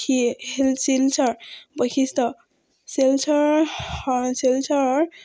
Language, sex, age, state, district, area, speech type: Assamese, female, 18-30, Assam, Charaideo, urban, spontaneous